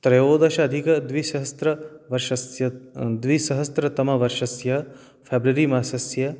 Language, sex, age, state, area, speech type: Sanskrit, male, 30-45, Rajasthan, rural, spontaneous